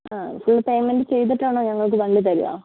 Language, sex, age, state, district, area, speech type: Malayalam, female, 30-45, Kerala, Kozhikode, urban, conversation